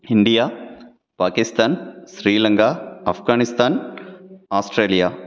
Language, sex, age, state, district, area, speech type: Tamil, male, 30-45, Tamil Nadu, Tiruppur, rural, spontaneous